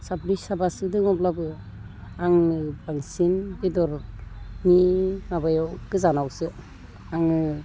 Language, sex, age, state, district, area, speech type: Bodo, female, 45-60, Assam, Udalguri, rural, spontaneous